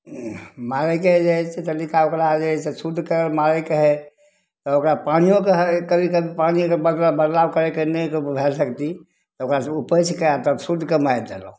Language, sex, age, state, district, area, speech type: Maithili, male, 60+, Bihar, Samastipur, rural, spontaneous